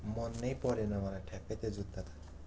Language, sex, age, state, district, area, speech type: Nepali, male, 18-30, West Bengal, Darjeeling, rural, spontaneous